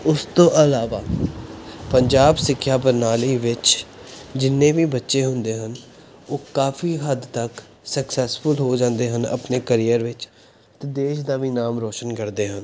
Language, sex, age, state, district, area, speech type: Punjabi, male, 18-30, Punjab, Pathankot, urban, spontaneous